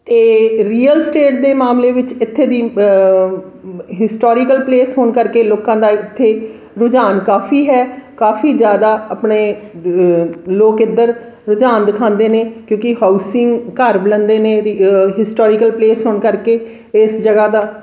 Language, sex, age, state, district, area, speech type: Punjabi, female, 45-60, Punjab, Fatehgarh Sahib, rural, spontaneous